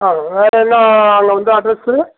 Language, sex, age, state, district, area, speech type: Tamil, male, 60+, Tamil Nadu, Dharmapuri, rural, conversation